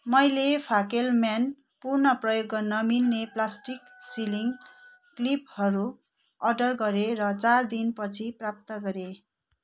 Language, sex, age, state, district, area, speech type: Nepali, female, 45-60, West Bengal, Darjeeling, rural, read